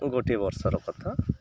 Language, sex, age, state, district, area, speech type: Odia, male, 30-45, Odisha, Subarnapur, urban, spontaneous